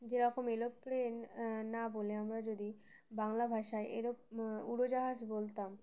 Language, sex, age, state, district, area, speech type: Bengali, female, 18-30, West Bengal, Uttar Dinajpur, urban, spontaneous